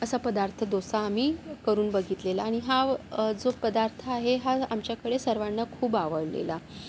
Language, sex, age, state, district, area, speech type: Marathi, female, 30-45, Maharashtra, Yavatmal, urban, spontaneous